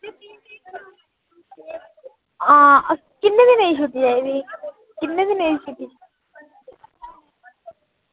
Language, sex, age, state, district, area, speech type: Dogri, female, 30-45, Jammu and Kashmir, Udhampur, rural, conversation